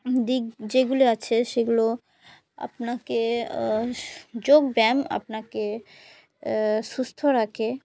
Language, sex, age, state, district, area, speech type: Bengali, female, 18-30, West Bengal, Murshidabad, urban, spontaneous